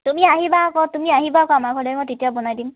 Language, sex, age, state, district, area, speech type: Assamese, female, 18-30, Assam, Tinsukia, rural, conversation